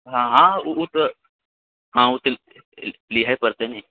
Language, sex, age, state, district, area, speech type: Maithili, male, 30-45, Bihar, Purnia, rural, conversation